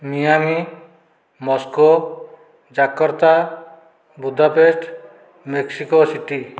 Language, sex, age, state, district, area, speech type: Odia, male, 45-60, Odisha, Dhenkanal, rural, spontaneous